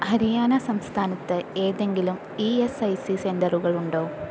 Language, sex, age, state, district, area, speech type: Malayalam, female, 18-30, Kerala, Palakkad, urban, read